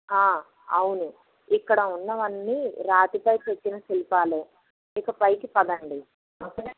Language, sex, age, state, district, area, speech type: Telugu, female, 18-30, Andhra Pradesh, Anakapalli, rural, conversation